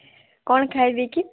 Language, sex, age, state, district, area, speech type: Odia, female, 18-30, Odisha, Sambalpur, rural, conversation